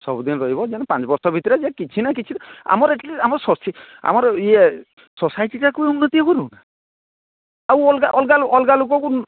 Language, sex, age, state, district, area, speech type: Odia, male, 30-45, Odisha, Mayurbhanj, rural, conversation